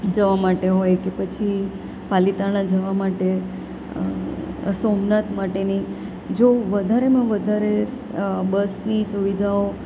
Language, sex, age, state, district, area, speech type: Gujarati, female, 30-45, Gujarat, Valsad, rural, spontaneous